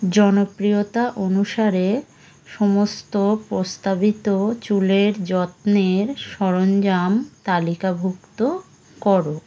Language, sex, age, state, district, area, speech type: Bengali, female, 30-45, West Bengal, Howrah, urban, read